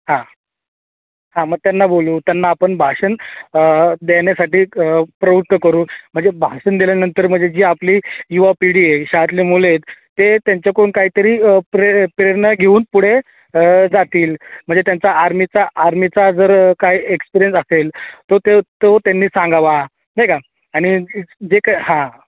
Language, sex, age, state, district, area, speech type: Marathi, male, 18-30, Maharashtra, Jalna, rural, conversation